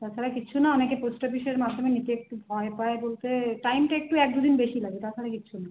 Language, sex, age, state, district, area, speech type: Bengali, female, 30-45, West Bengal, Howrah, urban, conversation